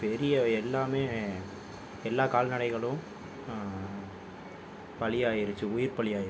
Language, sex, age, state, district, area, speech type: Tamil, male, 18-30, Tamil Nadu, Pudukkottai, rural, spontaneous